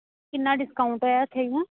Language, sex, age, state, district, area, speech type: Dogri, female, 30-45, Jammu and Kashmir, Reasi, rural, conversation